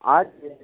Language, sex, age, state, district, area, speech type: Nepali, female, 45-60, West Bengal, Darjeeling, rural, conversation